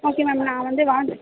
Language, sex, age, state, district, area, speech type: Tamil, female, 18-30, Tamil Nadu, Thanjavur, urban, conversation